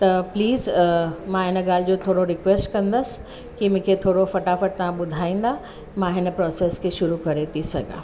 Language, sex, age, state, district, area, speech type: Sindhi, female, 45-60, Uttar Pradesh, Lucknow, urban, spontaneous